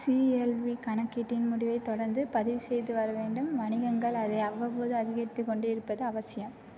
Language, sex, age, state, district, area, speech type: Tamil, female, 18-30, Tamil Nadu, Mayiladuthurai, urban, read